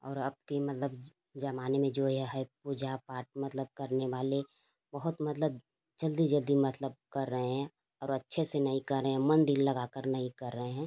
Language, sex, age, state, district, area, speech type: Hindi, female, 30-45, Uttar Pradesh, Ghazipur, rural, spontaneous